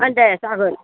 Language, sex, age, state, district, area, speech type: Bodo, female, 60+, Assam, Kokrajhar, rural, conversation